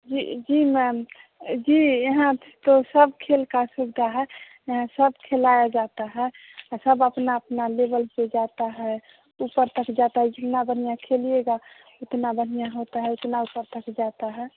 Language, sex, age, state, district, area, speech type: Hindi, female, 30-45, Bihar, Samastipur, rural, conversation